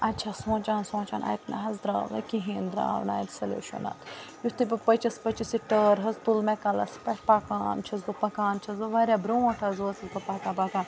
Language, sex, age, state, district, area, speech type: Kashmiri, female, 18-30, Jammu and Kashmir, Bandipora, urban, spontaneous